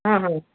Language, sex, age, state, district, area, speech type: Odia, female, 45-60, Odisha, Sundergarh, rural, conversation